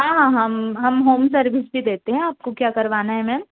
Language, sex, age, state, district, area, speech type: Hindi, female, 30-45, Madhya Pradesh, Bhopal, urban, conversation